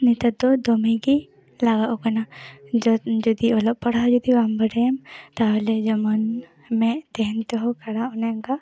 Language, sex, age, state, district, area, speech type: Santali, female, 18-30, West Bengal, Paschim Bardhaman, rural, spontaneous